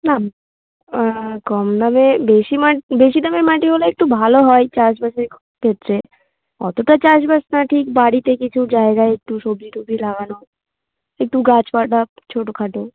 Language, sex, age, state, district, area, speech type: Bengali, female, 18-30, West Bengal, Darjeeling, urban, conversation